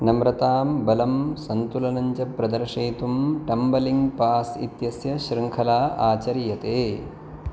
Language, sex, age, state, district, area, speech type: Sanskrit, male, 30-45, Maharashtra, Pune, urban, read